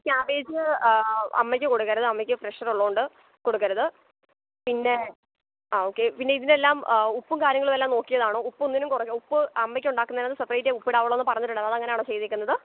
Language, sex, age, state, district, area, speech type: Malayalam, male, 18-30, Kerala, Alappuzha, rural, conversation